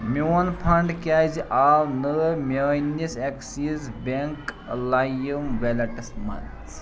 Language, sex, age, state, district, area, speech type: Kashmiri, male, 30-45, Jammu and Kashmir, Pulwama, rural, read